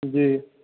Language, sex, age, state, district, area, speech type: Maithili, male, 30-45, Bihar, Supaul, rural, conversation